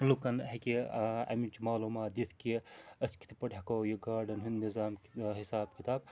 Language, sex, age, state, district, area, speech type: Kashmiri, male, 30-45, Jammu and Kashmir, Srinagar, urban, spontaneous